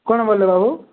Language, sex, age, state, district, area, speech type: Odia, male, 45-60, Odisha, Nabarangpur, rural, conversation